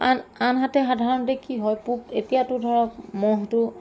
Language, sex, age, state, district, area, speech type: Assamese, female, 45-60, Assam, Lakhimpur, rural, spontaneous